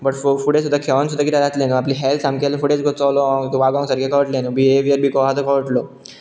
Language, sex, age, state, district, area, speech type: Goan Konkani, male, 18-30, Goa, Pernem, rural, spontaneous